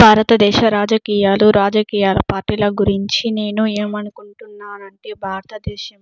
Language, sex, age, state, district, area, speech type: Telugu, female, 18-30, Andhra Pradesh, Chittoor, urban, spontaneous